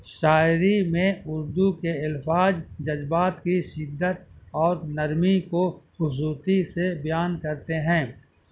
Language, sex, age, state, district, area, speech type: Urdu, male, 60+, Bihar, Gaya, urban, spontaneous